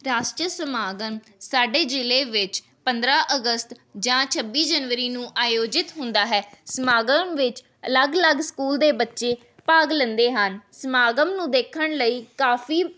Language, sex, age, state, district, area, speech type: Punjabi, female, 18-30, Punjab, Rupnagar, rural, spontaneous